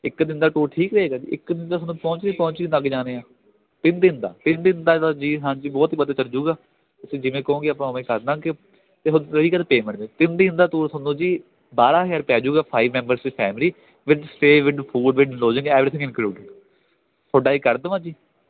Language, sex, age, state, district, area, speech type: Punjabi, male, 18-30, Punjab, Ludhiana, rural, conversation